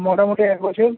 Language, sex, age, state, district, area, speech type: Bengali, male, 30-45, West Bengal, Howrah, urban, conversation